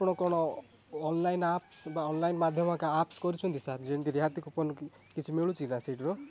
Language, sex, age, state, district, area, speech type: Odia, male, 18-30, Odisha, Rayagada, rural, spontaneous